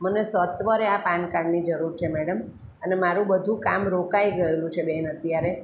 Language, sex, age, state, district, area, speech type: Gujarati, female, 45-60, Gujarat, Surat, urban, spontaneous